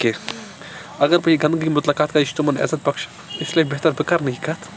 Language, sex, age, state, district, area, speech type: Kashmiri, male, 18-30, Jammu and Kashmir, Baramulla, urban, spontaneous